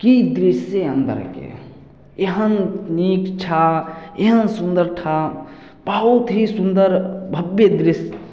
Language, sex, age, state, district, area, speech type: Maithili, male, 18-30, Bihar, Samastipur, rural, spontaneous